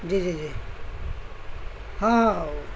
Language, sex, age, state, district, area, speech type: Urdu, male, 18-30, Bihar, Madhubani, rural, spontaneous